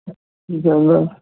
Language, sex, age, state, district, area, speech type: Tamil, male, 18-30, Tamil Nadu, Coimbatore, urban, conversation